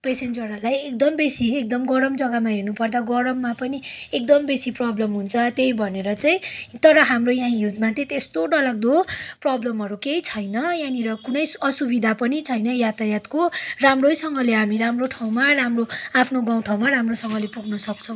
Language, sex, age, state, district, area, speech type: Nepali, female, 18-30, West Bengal, Darjeeling, rural, spontaneous